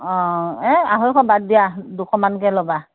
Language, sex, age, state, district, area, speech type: Assamese, female, 60+, Assam, Morigaon, rural, conversation